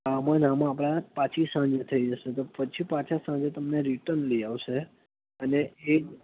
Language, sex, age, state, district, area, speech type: Gujarati, male, 18-30, Gujarat, Anand, rural, conversation